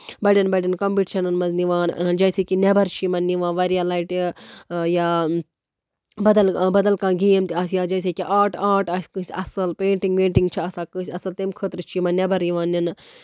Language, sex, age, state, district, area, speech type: Kashmiri, female, 30-45, Jammu and Kashmir, Baramulla, rural, spontaneous